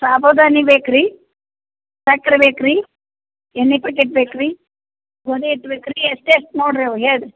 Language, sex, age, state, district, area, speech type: Kannada, female, 30-45, Karnataka, Gadag, rural, conversation